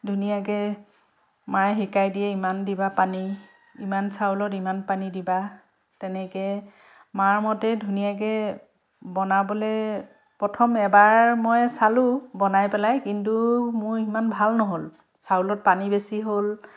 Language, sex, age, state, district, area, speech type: Assamese, female, 30-45, Assam, Dhemaji, urban, spontaneous